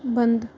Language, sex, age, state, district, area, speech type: Hindi, female, 30-45, Rajasthan, Jaipur, urban, read